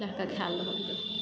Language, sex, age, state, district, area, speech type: Maithili, female, 60+, Bihar, Supaul, urban, spontaneous